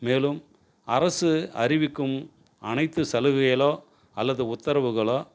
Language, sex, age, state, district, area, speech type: Tamil, male, 60+, Tamil Nadu, Tiruvannamalai, urban, spontaneous